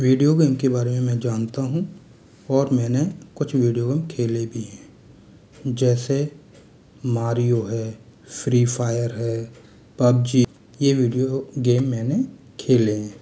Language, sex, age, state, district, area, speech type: Hindi, male, 30-45, Rajasthan, Jaipur, urban, spontaneous